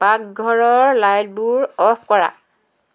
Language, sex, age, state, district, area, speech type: Assamese, female, 60+, Assam, Dhemaji, rural, read